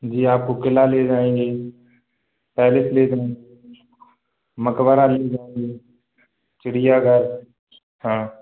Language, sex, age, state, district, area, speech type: Hindi, male, 18-30, Madhya Pradesh, Gwalior, rural, conversation